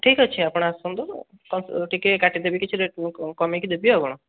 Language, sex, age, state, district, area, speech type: Odia, male, 18-30, Odisha, Dhenkanal, rural, conversation